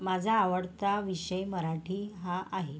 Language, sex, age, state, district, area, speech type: Marathi, female, 45-60, Maharashtra, Yavatmal, urban, spontaneous